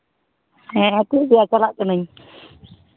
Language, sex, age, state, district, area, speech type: Santali, female, 30-45, West Bengal, Malda, rural, conversation